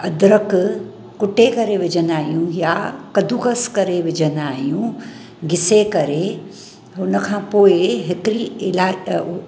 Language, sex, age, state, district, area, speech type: Sindhi, female, 45-60, Maharashtra, Mumbai Suburban, urban, spontaneous